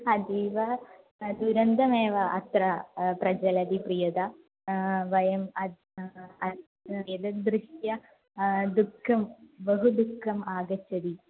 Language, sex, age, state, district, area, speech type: Sanskrit, female, 18-30, Kerala, Thrissur, urban, conversation